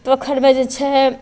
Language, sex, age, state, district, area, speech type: Maithili, female, 60+, Bihar, Madhepura, urban, spontaneous